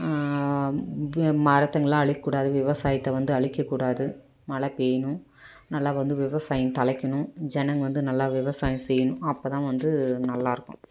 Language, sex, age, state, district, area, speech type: Tamil, female, 45-60, Tamil Nadu, Dharmapuri, rural, spontaneous